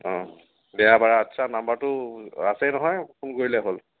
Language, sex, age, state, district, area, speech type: Assamese, male, 30-45, Assam, Kamrup Metropolitan, rural, conversation